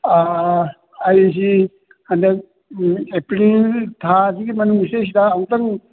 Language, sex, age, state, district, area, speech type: Manipuri, male, 60+, Manipur, Thoubal, rural, conversation